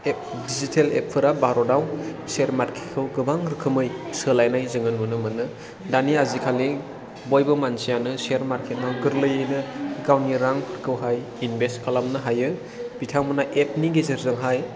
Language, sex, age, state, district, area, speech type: Bodo, male, 30-45, Assam, Chirang, urban, spontaneous